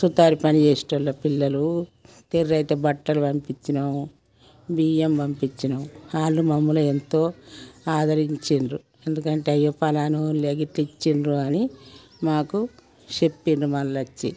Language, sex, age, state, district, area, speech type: Telugu, female, 60+, Telangana, Peddapalli, rural, spontaneous